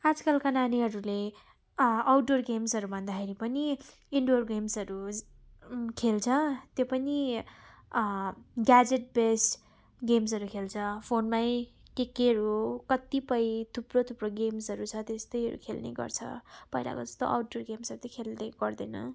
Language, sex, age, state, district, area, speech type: Nepali, female, 18-30, West Bengal, Darjeeling, rural, spontaneous